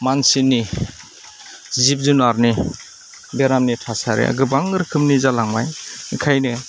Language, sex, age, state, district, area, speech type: Bodo, male, 30-45, Assam, Udalguri, rural, spontaneous